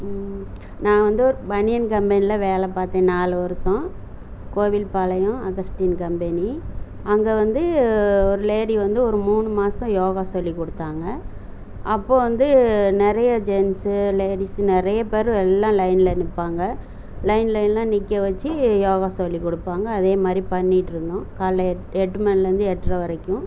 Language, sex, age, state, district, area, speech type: Tamil, female, 60+, Tamil Nadu, Coimbatore, rural, spontaneous